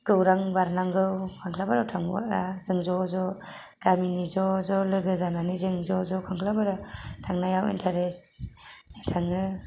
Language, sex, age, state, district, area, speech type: Bodo, female, 18-30, Assam, Kokrajhar, rural, spontaneous